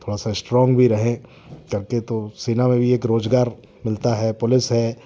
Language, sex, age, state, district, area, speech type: Hindi, male, 45-60, Madhya Pradesh, Jabalpur, urban, spontaneous